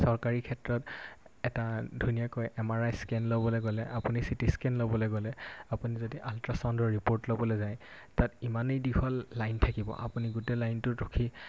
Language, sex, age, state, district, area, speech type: Assamese, male, 18-30, Assam, Golaghat, rural, spontaneous